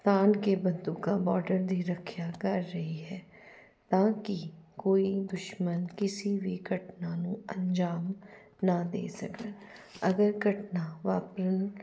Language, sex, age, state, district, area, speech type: Punjabi, female, 45-60, Punjab, Jalandhar, urban, spontaneous